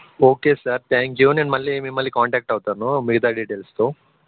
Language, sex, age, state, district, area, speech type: Telugu, male, 18-30, Telangana, Ranga Reddy, urban, conversation